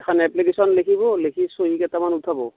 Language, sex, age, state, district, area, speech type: Assamese, male, 60+, Assam, Udalguri, rural, conversation